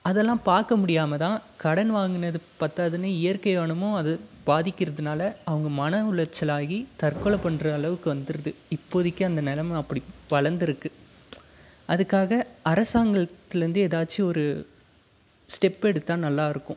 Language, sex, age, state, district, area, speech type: Tamil, male, 18-30, Tamil Nadu, Krishnagiri, rural, spontaneous